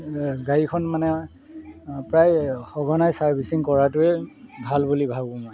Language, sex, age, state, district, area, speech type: Assamese, male, 45-60, Assam, Golaghat, urban, spontaneous